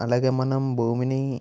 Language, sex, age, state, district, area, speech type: Telugu, male, 18-30, Telangana, Peddapalli, rural, spontaneous